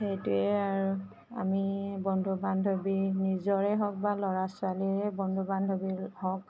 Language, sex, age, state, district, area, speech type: Assamese, female, 30-45, Assam, Golaghat, urban, spontaneous